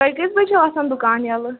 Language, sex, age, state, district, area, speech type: Kashmiri, female, 18-30, Jammu and Kashmir, Kulgam, rural, conversation